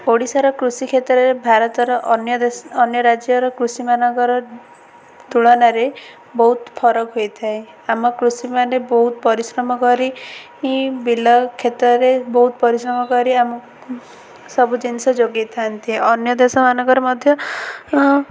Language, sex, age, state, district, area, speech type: Odia, female, 18-30, Odisha, Ganjam, urban, spontaneous